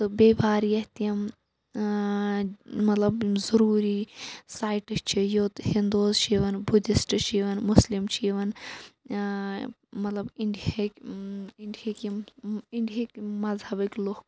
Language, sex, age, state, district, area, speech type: Kashmiri, female, 18-30, Jammu and Kashmir, Shopian, rural, spontaneous